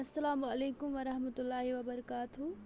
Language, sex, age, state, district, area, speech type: Kashmiri, female, 60+, Jammu and Kashmir, Bandipora, rural, spontaneous